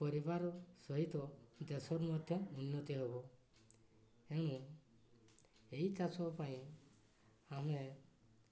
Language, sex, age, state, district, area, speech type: Odia, male, 60+, Odisha, Mayurbhanj, rural, spontaneous